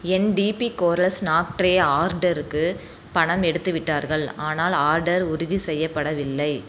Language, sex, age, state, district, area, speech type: Tamil, female, 30-45, Tamil Nadu, Tiruchirappalli, rural, read